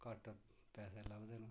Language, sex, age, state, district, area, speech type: Dogri, male, 45-60, Jammu and Kashmir, Reasi, rural, spontaneous